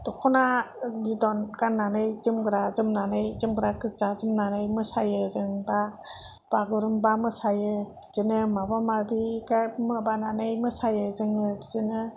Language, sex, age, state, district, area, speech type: Bodo, female, 60+, Assam, Kokrajhar, urban, spontaneous